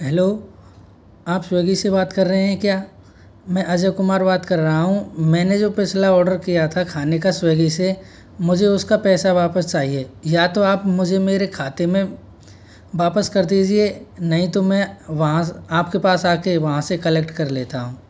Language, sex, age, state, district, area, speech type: Hindi, male, 45-60, Rajasthan, Karauli, rural, spontaneous